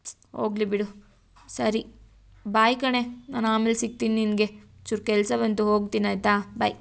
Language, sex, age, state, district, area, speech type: Kannada, female, 18-30, Karnataka, Tumkur, rural, spontaneous